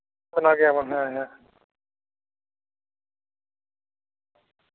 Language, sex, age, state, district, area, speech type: Santali, male, 30-45, West Bengal, Bankura, rural, conversation